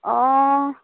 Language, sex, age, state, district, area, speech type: Assamese, female, 18-30, Assam, Dhemaji, urban, conversation